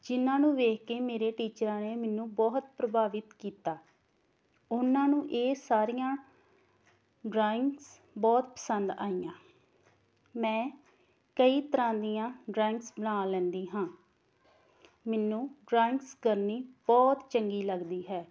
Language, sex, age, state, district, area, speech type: Punjabi, female, 18-30, Punjab, Tarn Taran, rural, spontaneous